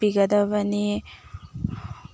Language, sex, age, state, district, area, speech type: Manipuri, female, 18-30, Manipur, Tengnoupal, rural, spontaneous